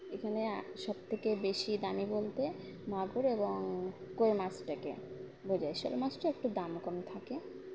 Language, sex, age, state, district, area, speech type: Bengali, female, 18-30, West Bengal, Uttar Dinajpur, urban, spontaneous